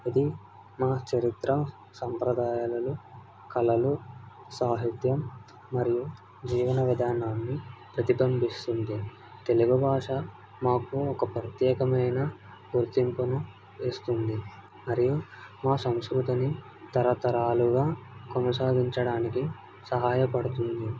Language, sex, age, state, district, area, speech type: Telugu, male, 18-30, Andhra Pradesh, Kadapa, rural, spontaneous